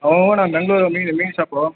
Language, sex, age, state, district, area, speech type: Kannada, male, 18-30, Karnataka, Chamarajanagar, rural, conversation